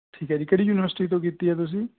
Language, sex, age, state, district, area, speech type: Punjabi, male, 30-45, Punjab, Kapurthala, urban, conversation